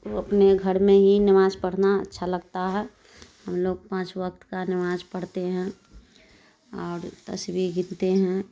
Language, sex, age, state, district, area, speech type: Urdu, female, 30-45, Bihar, Darbhanga, rural, spontaneous